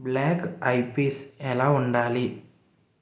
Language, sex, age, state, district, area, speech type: Telugu, male, 45-60, Andhra Pradesh, East Godavari, rural, read